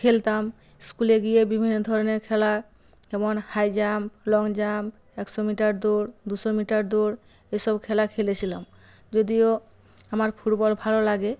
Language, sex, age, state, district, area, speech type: Bengali, female, 45-60, West Bengal, Nadia, rural, spontaneous